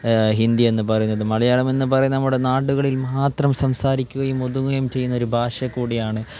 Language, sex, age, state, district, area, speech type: Malayalam, male, 18-30, Kerala, Kasaragod, urban, spontaneous